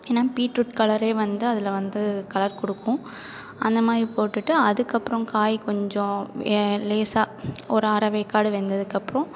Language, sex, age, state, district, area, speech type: Tamil, female, 18-30, Tamil Nadu, Perambalur, rural, spontaneous